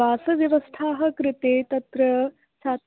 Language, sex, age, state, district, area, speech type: Sanskrit, female, 18-30, Madhya Pradesh, Ujjain, urban, conversation